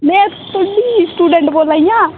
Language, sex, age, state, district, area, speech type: Dogri, female, 18-30, Jammu and Kashmir, Jammu, rural, conversation